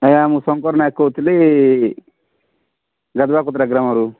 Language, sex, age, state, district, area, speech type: Odia, male, 30-45, Odisha, Nabarangpur, urban, conversation